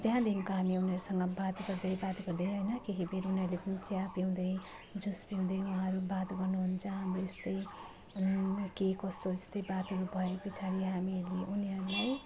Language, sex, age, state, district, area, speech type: Nepali, female, 30-45, West Bengal, Jalpaiguri, rural, spontaneous